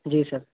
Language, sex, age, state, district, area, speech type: Urdu, male, 18-30, Uttar Pradesh, Saharanpur, urban, conversation